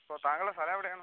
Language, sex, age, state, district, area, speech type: Malayalam, male, 18-30, Kerala, Kollam, rural, conversation